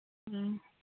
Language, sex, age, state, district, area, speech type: Manipuri, female, 45-60, Manipur, Churachandpur, urban, conversation